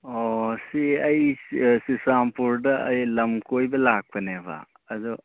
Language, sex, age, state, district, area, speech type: Manipuri, male, 30-45, Manipur, Churachandpur, rural, conversation